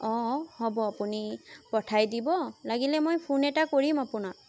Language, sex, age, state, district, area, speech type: Assamese, female, 18-30, Assam, Sonitpur, rural, spontaneous